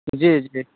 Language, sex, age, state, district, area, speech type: Urdu, male, 30-45, Bihar, Purnia, rural, conversation